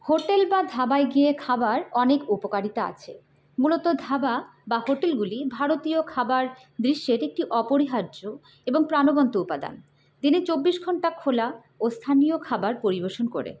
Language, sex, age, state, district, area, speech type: Bengali, female, 18-30, West Bengal, Hooghly, urban, spontaneous